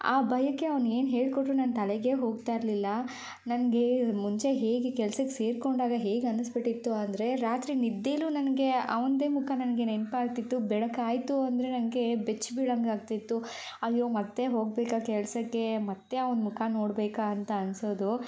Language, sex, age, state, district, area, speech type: Kannada, female, 18-30, Karnataka, Shimoga, rural, spontaneous